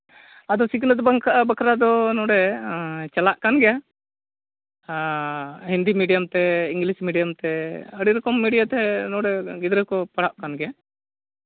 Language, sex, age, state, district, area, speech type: Santali, male, 45-60, Jharkhand, East Singhbhum, rural, conversation